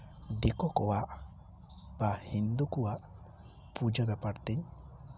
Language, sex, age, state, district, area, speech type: Santali, male, 18-30, West Bengal, Uttar Dinajpur, rural, spontaneous